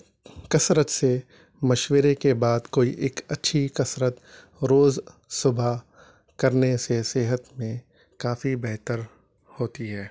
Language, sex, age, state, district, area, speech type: Urdu, male, 30-45, Telangana, Hyderabad, urban, spontaneous